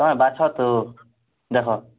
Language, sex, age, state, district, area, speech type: Odia, male, 18-30, Odisha, Kalahandi, rural, conversation